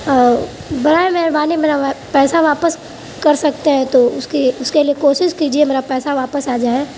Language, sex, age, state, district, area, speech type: Urdu, female, 18-30, Uttar Pradesh, Mau, urban, spontaneous